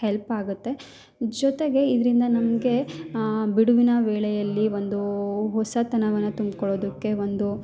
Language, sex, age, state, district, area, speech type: Kannada, female, 30-45, Karnataka, Hassan, rural, spontaneous